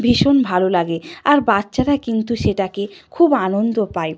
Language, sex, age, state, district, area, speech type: Bengali, female, 45-60, West Bengal, Purba Medinipur, rural, spontaneous